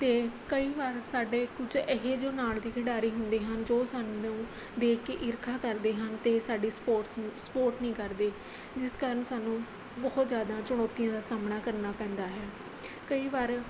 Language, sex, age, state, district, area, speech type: Punjabi, female, 18-30, Punjab, Mohali, rural, spontaneous